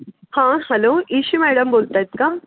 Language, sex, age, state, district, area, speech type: Marathi, female, 60+, Maharashtra, Pune, urban, conversation